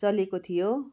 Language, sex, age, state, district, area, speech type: Nepali, female, 30-45, West Bengal, Darjeeling, rural, spontaneous